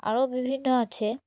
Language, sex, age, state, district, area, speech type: Bengali, female, 18-30, West Bengal, Murshidabad, urban, spontaneous